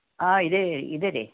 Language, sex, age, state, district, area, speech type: Kannada, male, 45-60, Karnataka, Davanagere, rural, conversation